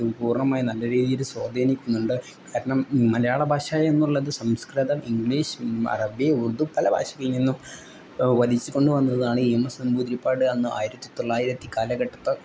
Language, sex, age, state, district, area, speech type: Malayalam, male, 18-30, Kerala, Kozhikode, rural, spontaneous